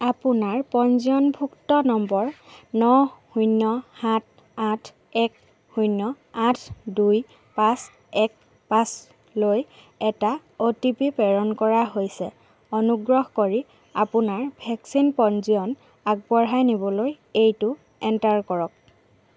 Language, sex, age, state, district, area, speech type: Assamese, female, 45-60, Assam, Dhemaji, rural, read